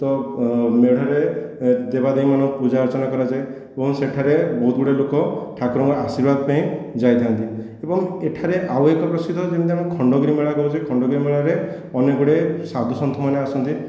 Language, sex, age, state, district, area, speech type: Odia, male, 18-30, Odisha, Khordha, rural, spontaneous